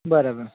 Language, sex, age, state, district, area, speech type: Gujarati, male, 30-45, Gujarat, Ahmedabad, urban, conversation